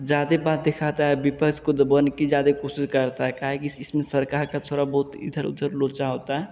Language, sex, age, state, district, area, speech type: Hindi, male, 18-30, Bihar, Begusarai, rural, spontaneous